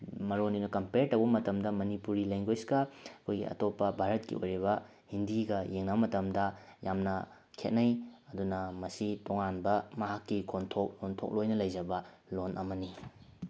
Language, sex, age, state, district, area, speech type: Manipuri, male, 18-30, Manipur, Bishnupur, rural, spontaneous